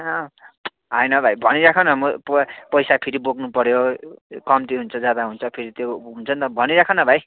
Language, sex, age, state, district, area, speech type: Nepali, male, 18-30, West Bengal, Darjeeling, urban, conversation